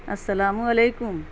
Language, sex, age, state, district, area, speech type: Urdu, female, 45-60, Bihar, Gaya, urban, spontaneous